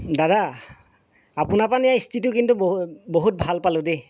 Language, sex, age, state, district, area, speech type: Assamese, male, 30-45, Assam, Golaghat, urban, spontaneous